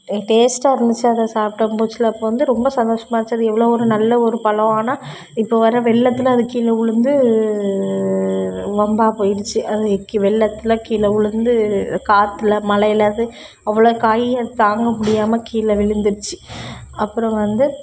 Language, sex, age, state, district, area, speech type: Tamil, female, 30-45, Tamil Nadu, Thoothukudi, urban, spontaneous